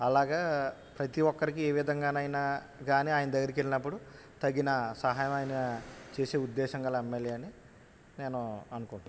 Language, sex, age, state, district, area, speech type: Telugu, male, 30-45, Andhra Pradesh, West Godavari, rural, spontaneous